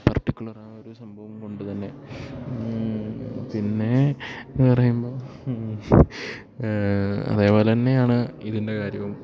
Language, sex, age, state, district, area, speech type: Malayalam, male, 18-30, Kerala, Idukki, rural, spontaneous